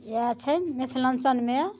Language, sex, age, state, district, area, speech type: Maithili, female, 60+, Bihar, Muzaffarpur, urban, spontaneous